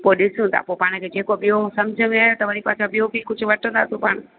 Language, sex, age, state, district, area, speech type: Sindhi, female, 45-60, Gujarat, Junagadh, urban, conversation